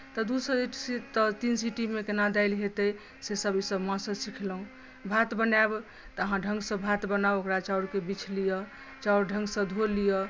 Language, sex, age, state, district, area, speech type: Maithili, female, 45-60, Bihar, Madhubani, rural, spontaneous